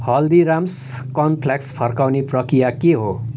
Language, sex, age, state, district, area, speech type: Nepali, male, 45-60, West Bengal, Kalimpong, rural, read